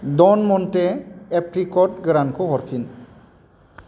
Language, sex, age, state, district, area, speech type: Bodo, male, 45-60, Assam, Chirang, urban, read